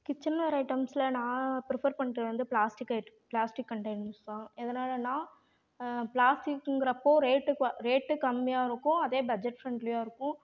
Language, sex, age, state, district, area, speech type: Tamil, female, 18-30, Tamil Nadu, Namakkal, urban, spontaneous